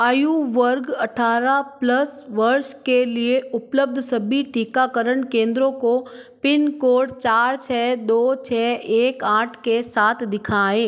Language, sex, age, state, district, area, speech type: Hindi, female, 60+, Rajasthan, Jodhpur, urban, read